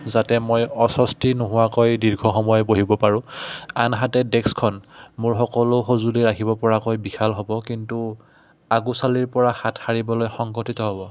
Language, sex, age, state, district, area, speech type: Assamese, male, 30-45, Assam, Udalguri, rural, spontaneous